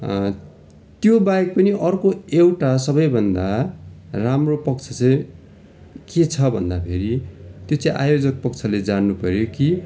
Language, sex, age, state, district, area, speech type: Nepali, male, 45-60, West Bengal, Darjeeling, rural, spontaneous